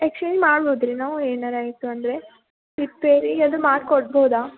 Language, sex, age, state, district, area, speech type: Kannada, female, 18-30, Karnataka, Belgaum, rural, conversation